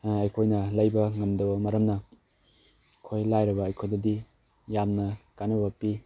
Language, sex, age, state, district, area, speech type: Manipuri, male, 18-30, Manipur, Tengnoupal, rural, spontaneous